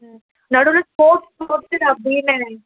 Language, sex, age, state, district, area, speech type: Tamil, female, 60+, Tamil Nadu, Cuddalore, urban, conversation